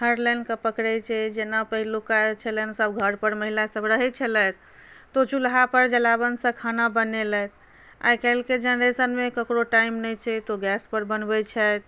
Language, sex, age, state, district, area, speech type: Maithili, female, 30-45, Bihar, Madhubani, rural, spontaneous